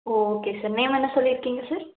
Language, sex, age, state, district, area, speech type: Tamil, female, 18-30, Tamil Nadu, Salem, rural, conversation